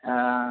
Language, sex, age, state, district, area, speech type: Hindi, male, 30-45, Uttar Pradesh, Mau, rural, conversation